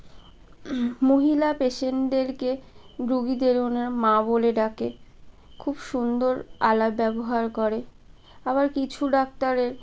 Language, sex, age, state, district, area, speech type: Bengali, female, 18-30, West Bengal, Birbhum, urban, spontaneous